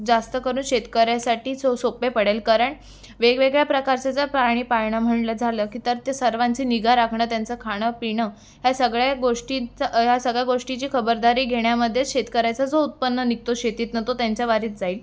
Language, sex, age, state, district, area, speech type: Marathi, female, 18-30, Maharashtra, Raigad, urban, spontaneous